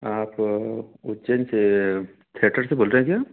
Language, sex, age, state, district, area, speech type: Hindi, male, 30-45, Madhya Pradesh, Ujjain, urban, conversation